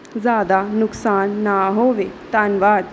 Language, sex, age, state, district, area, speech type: Punjabi, female, 18-30, Punjab, Pathankot, urban, spontaneous